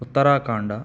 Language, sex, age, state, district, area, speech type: Kannada, male, 30-45, Karnataka, Chikkaballapur, urban, spontaneous